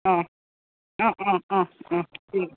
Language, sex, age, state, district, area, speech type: Assamese, female, 30-45, Assam, Dibrugarh, urban, conversation